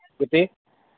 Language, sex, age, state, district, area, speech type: Urdu, male, 30-45, Telangana, Hyderabad, urban, conversation